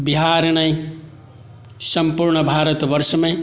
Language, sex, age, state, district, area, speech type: Maithili, male, 60+, Bihar, Saharsa, rural, spontaneous